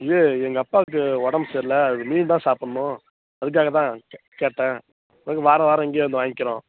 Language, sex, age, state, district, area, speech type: Tamil, male, 18-30, Tamil Nadu, Kallakurichi, urban, conversation